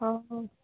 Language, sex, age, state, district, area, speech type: Odia, female, 18-30, Odisha, Balangir, urban, conversation